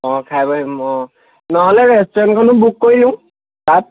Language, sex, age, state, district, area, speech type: Assamese, male, 18-30, Assam, Jorhat, urban, conversation